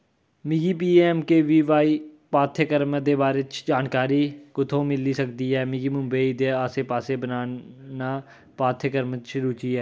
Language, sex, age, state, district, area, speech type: Dogri, male, 30-45, Jammu and Kashmir, Kathua, rural, read